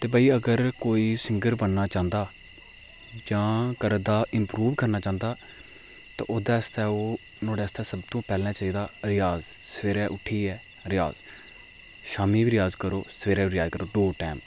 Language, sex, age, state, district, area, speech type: Dogri, male, 30-45, Jammu and Kashmir, Udhampur, rural, spontaneous